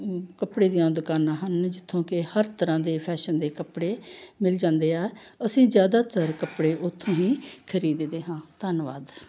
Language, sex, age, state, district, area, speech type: Punjabi, female, 60+, Punjab, Amritsar, urban, spontaneous